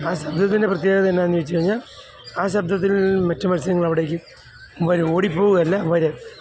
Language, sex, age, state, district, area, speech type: Malayalam, male, 45-60, Kerala, Alappuzha, rural, spontaneous